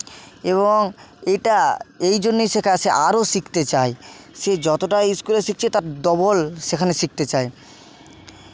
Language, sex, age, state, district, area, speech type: Bengali, male, 18-30, West Bengal, Bankura, rural, spontaneous